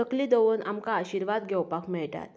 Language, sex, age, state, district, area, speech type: Goan Konkani, female, 30-45, Goa, Canacona, rural, spontaneous